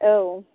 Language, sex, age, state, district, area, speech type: Bodo, female, 30-45, Assam, Kokrajhar, rural, conversation